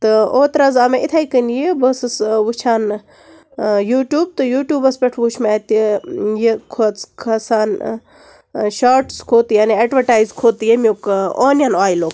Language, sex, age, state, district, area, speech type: Kashmiri, female, 30-45, Jammu and Kashmir, Baramulla, rural, spontaneous